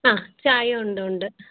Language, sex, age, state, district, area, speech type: Malayalam, female, 30-45, Kerala, Ernakulam, rural, conversation